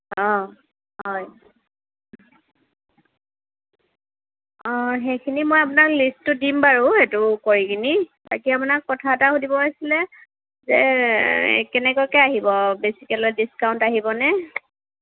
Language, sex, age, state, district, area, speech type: Assamese, female, 30-45, Assam, Kamrup Metropolitan, urban, conversation